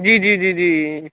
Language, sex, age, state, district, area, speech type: Urdu, male, 18-30, Bihar, Madhubani, urban, conversation